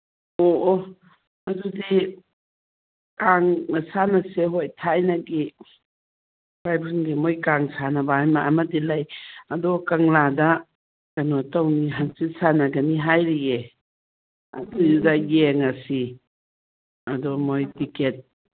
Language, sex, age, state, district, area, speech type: Manipuri, female, 60+, Manipur, Churachandpur, urban, conversation